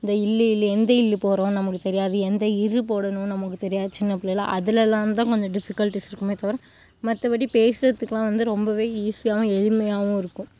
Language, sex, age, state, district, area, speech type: Tamil, female, 18-30, Tamil Nadu, Mayiladuthurai, rural, spontaneous